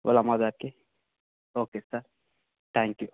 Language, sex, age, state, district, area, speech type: Telugu, male, 18-30, Telangana, Vikarabad, urban, conversation